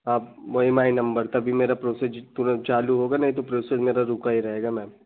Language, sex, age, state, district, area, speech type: Hindi, male, 18-30, Uttar Pradesh, Pratapgarh, rural, conversation